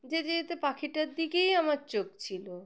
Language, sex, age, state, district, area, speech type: Bengali, female, 30-45, West Bengal, Birbhum, urban, spontaneous